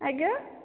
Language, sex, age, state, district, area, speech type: Odia, female, 45-60, Odisha, Boudh, rural, conversation